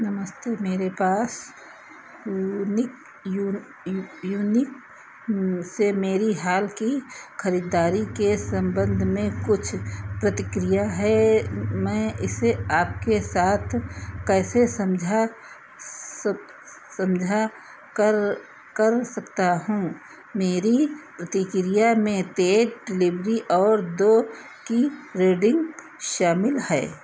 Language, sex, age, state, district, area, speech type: Hindi, female, 60+, Uttar Pradesh, Sitapur, rural, read